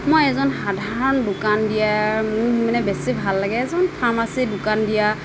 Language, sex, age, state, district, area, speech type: Assamese, female, 30-45, Assam, Nagaon, rural, spontaneous